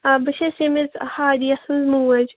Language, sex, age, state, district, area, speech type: Kashmiri, female, 18-30, Jammu and Kashmir, Kulgam, rural, conversation